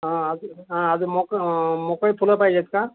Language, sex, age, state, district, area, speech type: Marathi, male, 60+, Maharashtra, Nanded, urban, conversation